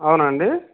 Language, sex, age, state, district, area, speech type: Telugu, male, 30-45, Andhra Pradesh, Nandyal, rural, conversation